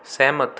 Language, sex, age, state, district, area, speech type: Punjabi, male, 18-30, Punjab, Rupnagar, urban, read